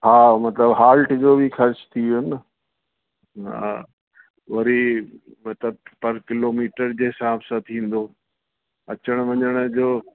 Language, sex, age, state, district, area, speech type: Sindhi, male, 60+, Uttar Pradesh, Lucknow, rural, conversation